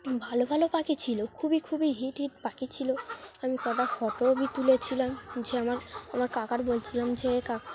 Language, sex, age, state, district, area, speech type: Bengali, female, 18-30, West Bengal, Dakshin Dinajpur, urban, spontaneous